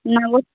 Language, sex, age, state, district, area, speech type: Bengali, female, 18-30, West Bengal, South 24 Parganas, rural, conversation